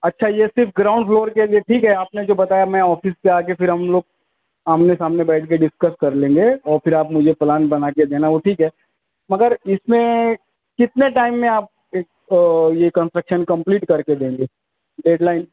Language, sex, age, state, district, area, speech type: Urdu, male, 45-60, Maharashtra, Nashik, urban, conversation